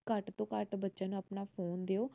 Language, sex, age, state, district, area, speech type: Punjabi, female, 18-30, Punjab, Jalandhar, urban, spontaneous